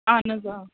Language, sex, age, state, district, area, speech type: Kashmiri, female, 60+, Jammu and Kashmir, Srinagar, urban, conversation